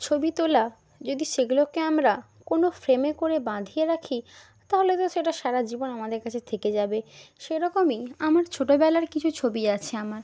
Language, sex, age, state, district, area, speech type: Bengali, female, 18-30, West Bengal, Hooghly, urban, spontaneous